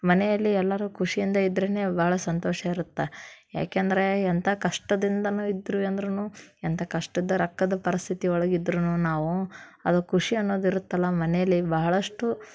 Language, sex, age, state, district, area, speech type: Kannada, female, 18-30, Karnataka, Dharwad, urban, spontaneous